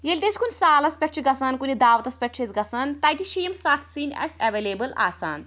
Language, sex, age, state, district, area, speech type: Kashmiri, female, 18-30, Jammu and Kashmir, Anantnag, rural, spontaneous